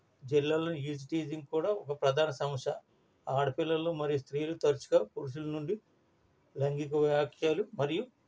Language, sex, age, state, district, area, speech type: Telugu, male, 60+, Andhra Pradesh, East Godavari, rural, spontaneous